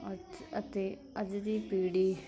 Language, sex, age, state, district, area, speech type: Punjabi, female, 18-30, Punjab, Mansa, rural, spontaneous